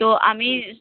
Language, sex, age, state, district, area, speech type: Bengali, female, 18-30, West Bengal, Bankura, rural, conversation